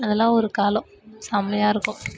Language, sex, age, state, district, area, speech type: Tamil, female, 18-30, Tamil Nadu, Kallakurichi, rural, spontaneous